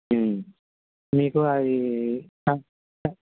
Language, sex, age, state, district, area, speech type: Telugu, male, 18-30, Andhra Pradesh, N T Rama Rao, urban, conversation